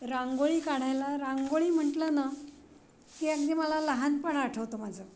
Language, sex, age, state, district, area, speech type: Marathi, female, 60+, Maharashtra, Pune, urban, spontaneous